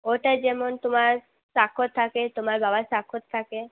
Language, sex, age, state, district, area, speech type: Bengali, female, 18-30, West Bengal, Purulia, urban, conversation